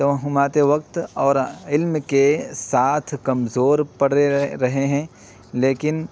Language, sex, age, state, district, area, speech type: Urdu, male, 30-45, Uttar Pradesh, Muzaffarnagar, urban, spontaneous